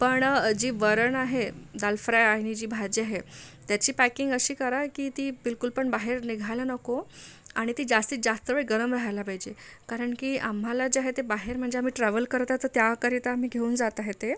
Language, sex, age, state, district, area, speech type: Marathi, female, 30-45, Maharashtra, Amravati, urban, spontaneous